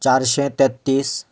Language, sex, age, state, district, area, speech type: Goan Konkani, male, 30-45, Goa, Canacona, rural, spontaneous